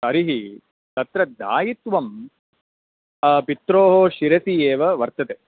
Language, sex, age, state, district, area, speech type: Sanskrit, male, 45-60, Karnataka, Bangalore Urban, urban, conversation